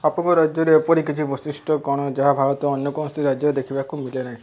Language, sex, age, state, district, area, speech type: Odia, male, 18-30, Odisha, Subarnapur, urban, spontaneous